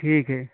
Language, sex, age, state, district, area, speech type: Hindi, male, 45-60, Uttar Pradesh, Prayagraj, rural, conversation